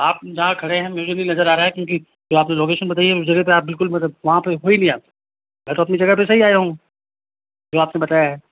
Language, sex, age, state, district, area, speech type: Hindi, male, 30-45, Rajasthan, Jodhpur, urban, conversation